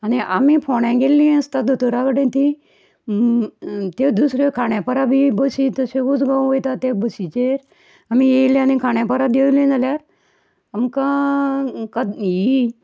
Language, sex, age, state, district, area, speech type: Goan Konkani, female, 60+, Goa, Ponda, rural, spontaneous